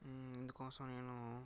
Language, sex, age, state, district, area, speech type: Telugu, male, 18-30, Andhra Pradesh, Sri Balaji, rural, spontaneous